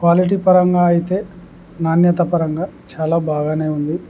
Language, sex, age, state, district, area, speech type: Telugu, male, 18-30, Andhra Pradesh, Kurnool, urban, spontaneous